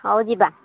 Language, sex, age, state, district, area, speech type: Odia, female, 60+, Odisha, Angul, rural, conversation